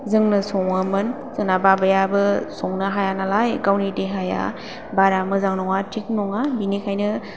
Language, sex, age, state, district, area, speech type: Bodo, female, 18-30, Assam, Chirang, rural, spontaneous